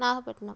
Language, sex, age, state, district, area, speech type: Tamil, female, 30-45, Tamil Nadu, Nagapattinam, rural, spontaneous